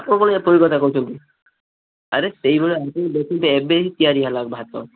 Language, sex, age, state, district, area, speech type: Odia, male, 18-30, Odisha, Balasore, rural, conversation